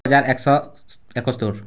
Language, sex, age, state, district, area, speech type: Odia, male, 18-30, Odisha, Kalahandi, rural, spontaneous